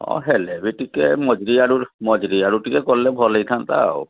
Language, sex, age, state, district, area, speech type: Odia, male, 45-60, Odisha, Mayurbhanj, rural, conversation